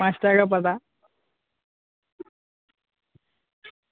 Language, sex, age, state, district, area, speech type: Bengali, male, 45-60, West Bengal, Uttar Dinajpur, urban, conversation